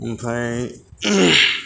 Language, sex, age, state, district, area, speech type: Bodo, male, 45-60, Assam, Kokrajhar, rural, spontaneous